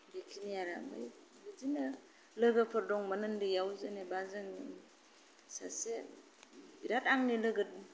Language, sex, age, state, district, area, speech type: Bodo, female, 30-45, Assam, Kokrajhar, rural, spontaneous